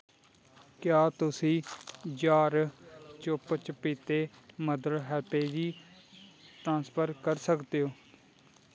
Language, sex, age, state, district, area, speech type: Dogri, male, 18-30, Jammu and Kashmir, Kathua, rural, read